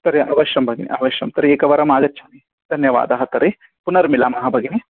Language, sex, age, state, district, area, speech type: Sanskrit, male, 30-45, Karnataka, Bidar, urban, conversation